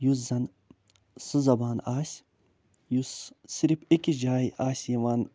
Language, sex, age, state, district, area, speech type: Kashmiri, male, 45-60, Jammu and Kashmir, Budgam, urban, spontaneous